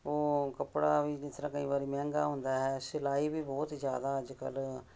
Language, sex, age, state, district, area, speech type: Punjabi, female, 45-60, Punjab, Jalandhar, urban, spontaneous